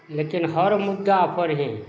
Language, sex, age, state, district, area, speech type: Maithili, male, 60+, Bihar, Araria, rural, spontaneous